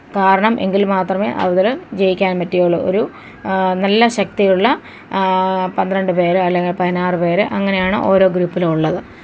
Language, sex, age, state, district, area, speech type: Malayalam, female, 45-60, Kerala, Thiruvananthapuram, rural, spontaneous